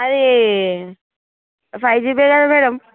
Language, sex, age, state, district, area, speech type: Telugu, female, 18-30, Telangana, Hyderabad, urban, conversation